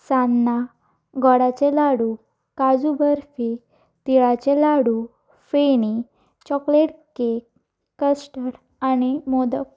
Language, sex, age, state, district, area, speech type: Goan Konkani, female, 18-30, Goa, Pernem, rural, spontaneous